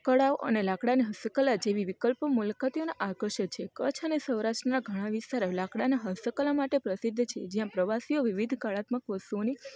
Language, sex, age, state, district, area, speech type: Gujarati, female, 30-45, Gujarat, Rajkot, rural, spontaneous